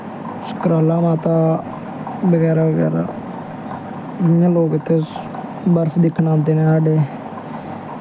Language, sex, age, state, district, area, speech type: Dogri, male, 18-30, Jammu and Kashmir, Samba, rural, spontaneous